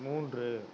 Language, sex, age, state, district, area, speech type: Tamil, male, 30-45, Tamil Nadu, Kallakurichi, urban, read